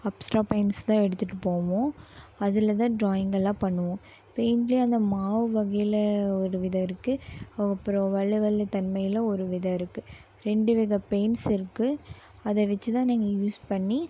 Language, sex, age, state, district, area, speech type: Tamil, female, 18-30, Tamil Nadu, Coimbatore, rural, spontaneous